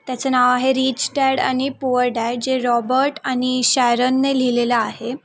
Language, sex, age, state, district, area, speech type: Marathi, female, 18-30, Maharashtra, Sindhudurg, rural, spontaneous